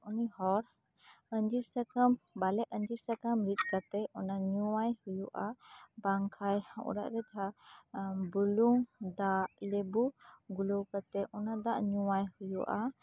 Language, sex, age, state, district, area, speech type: Santali, female, 30-45, West Bengal, Birbhum, rural, spontaneous